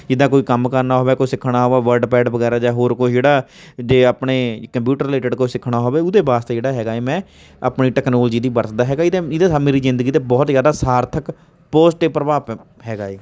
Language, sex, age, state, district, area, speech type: Punjabi, male, 30-45, Punjab, Hoshiarpur, rural, spontaneous